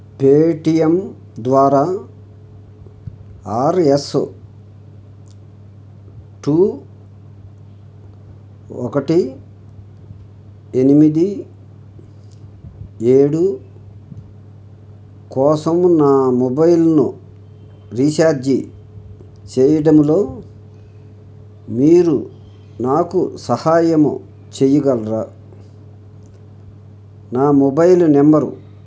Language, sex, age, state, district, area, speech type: Telugu, male, 60+, Andhra Pradesh, Krishna, urban, read